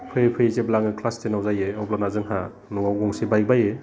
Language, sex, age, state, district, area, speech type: Bodo, male, 30-45, Assam, Udalguri, urban, spontaneous